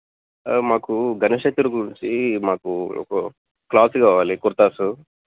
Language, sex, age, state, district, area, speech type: Telugu, male, 18-30, Telangana, Nalgonda, urban, conversation